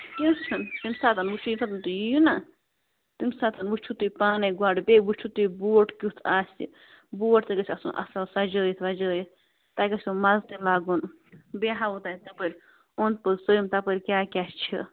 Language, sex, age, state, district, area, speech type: Kashmiri, female, 30-45, Jammu and Kashmir, Bandipora, rural, conversation